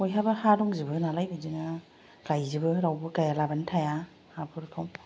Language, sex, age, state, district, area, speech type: Bodo, female, 30-45, Assam, Kokrajhar, rural, spontaneous